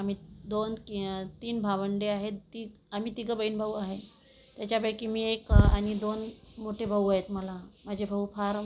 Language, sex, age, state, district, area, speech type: Marathi, female, 45-60, Maharashtra, Amravati, urban, spontaneous